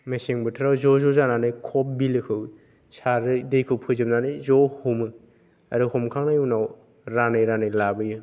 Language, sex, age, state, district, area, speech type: Bodo, male, 30-45, Assam, Kokrajhar, rural, spontaneous